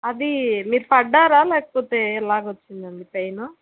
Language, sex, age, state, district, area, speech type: Telugu, female, 30-45, Andhra Pradesh, Palnadu, urban, conversation